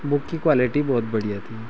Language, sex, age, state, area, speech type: Hindi, male, 30-45, Madhya Pradesh, rural, spontaneous